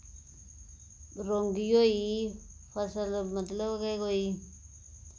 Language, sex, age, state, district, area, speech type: Dogri, female, 30-45, Jammu and Kashmir, Reasi, rural, spontaneous